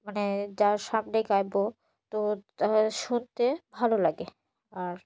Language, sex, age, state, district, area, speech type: Bengali, female, 18-30, West Bengal, Murshidabad, urban, spontaneous